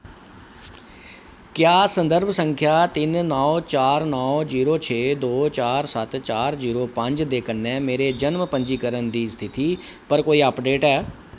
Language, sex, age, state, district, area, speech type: Dogri, male, 45-60, Jammu and Kashmir, Kathua, urban, read